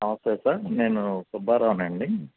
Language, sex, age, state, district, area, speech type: Telugu, male, 45-60, Andhra Pradesh, N T Rama Rao, urban, conversation